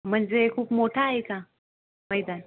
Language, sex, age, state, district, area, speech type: Marathi, female, 18-30, Maharashtra, Gondia, rural, conversation